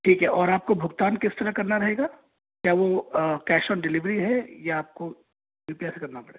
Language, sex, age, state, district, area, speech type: Hindi, male, 30-45, Rajasthan, Jaipur, urban, conversation